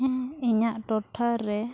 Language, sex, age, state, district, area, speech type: Santali, female, 18-30, Jharkhand, Pakur, rural, spontaneous